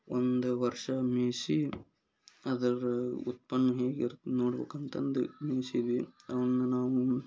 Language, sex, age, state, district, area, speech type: Kannada, male, 30-45, Karnataka, Gadag, rural, spontaneous